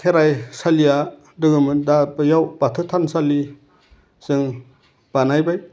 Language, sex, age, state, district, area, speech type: Bodo, male, 60+, Assam, Udalguri, rural, spontaneous